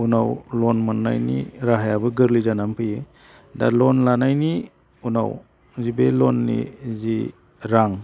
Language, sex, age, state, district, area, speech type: Bodo, male, 45-60, Assam, Baksa, urban, spontaneous